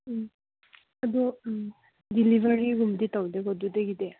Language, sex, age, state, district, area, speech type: Manipuri, female, 18-30, Manipur, Kangpokpi, urban, conversation